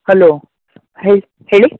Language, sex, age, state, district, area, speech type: Kannada, male, 18-30, Karnataka, Uttara Kannada, rural, conversation